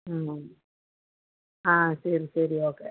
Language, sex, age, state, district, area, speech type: Malayalam, female, 45-60, Kerala, Kottayam, rural, conversation